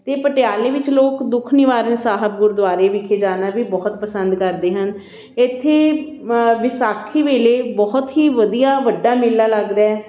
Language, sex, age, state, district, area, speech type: Punjabi, female, 45-60, Punjab, Patiala, urban, spontaneous